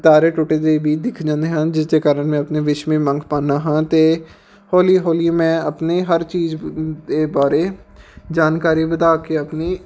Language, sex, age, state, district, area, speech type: Punjabi, male, 18-30, Punjab, Patiala, urban, spontaneous